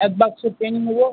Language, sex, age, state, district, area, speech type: Bengali, male, 45-60, West Bengal, South 24 Parganas, urban, conversation